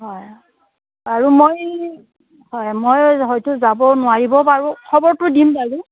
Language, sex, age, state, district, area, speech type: Assamese, female, 60+, Assam, Darrang, rural, conversation